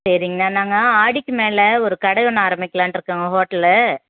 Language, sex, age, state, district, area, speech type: Tamil, female, 45-60, Tamil Nadu, Erode, rural, conversation